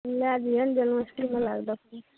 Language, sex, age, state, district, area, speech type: Maithili, male, 30-45, Bihar, Araria, rural, conversation